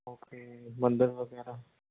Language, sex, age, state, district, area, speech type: Punjabi, male, 18-30, Punjab, Mohali, rural, conversation